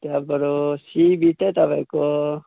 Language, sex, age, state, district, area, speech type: Nepali, male, 30-45, West Bengal, Kalimpong, rural, conversation